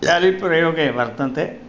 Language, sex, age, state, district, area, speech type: Sanskrit, male, 60+, Tamil Nadu, Thanjavur, urban, spontaneous